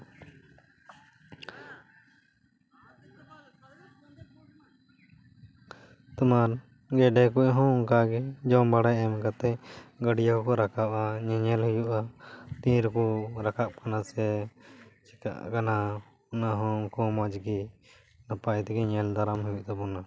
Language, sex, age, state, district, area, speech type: Santali, male, 18-30, West Bengal, Purba Bardhaman, rural, spontaneous